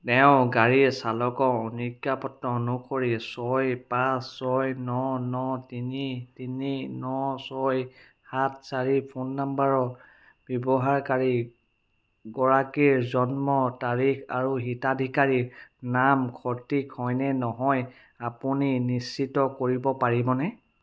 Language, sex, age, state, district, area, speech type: Assamese, male, 30-45, Assam, Sivasagar, urban, read